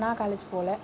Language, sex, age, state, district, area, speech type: Tamil, female, 18-30, Tamil Nadu, Tiruchirappalli, rural, spontaneous